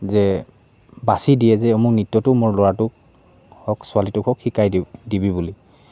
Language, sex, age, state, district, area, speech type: Assamese, male, 18-30, Assam, Goalpara, rural, spontaneous